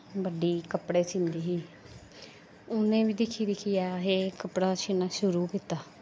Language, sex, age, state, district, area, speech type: Dogri, female, 30-45, Jammu and Kashmir, Samba, rural, spontaneous